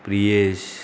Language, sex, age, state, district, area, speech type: Goan Konkani, female, 18-30, Goa, Murmgao, urban, spontaneous